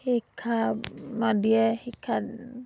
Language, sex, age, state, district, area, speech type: Assamese, female, 60+, Assam, Dibrugarh, rural, spontaneous